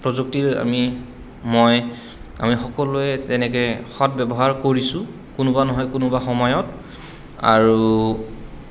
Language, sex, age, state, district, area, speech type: Assamese, male, 30-45, Assam, Goalpara, urban, spontaneous